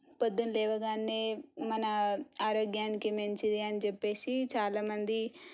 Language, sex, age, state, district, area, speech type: Telugu, female, 18-30, Telangana, Suryapet, urban, spontaneous